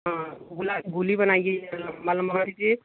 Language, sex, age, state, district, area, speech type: Hindi, female, 30-45, Uttar Pradesh, Ghazipur, rural, conversation